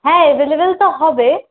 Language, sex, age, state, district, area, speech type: Bengali, female, 30-45, West Bengal, Purulia, rural, conversation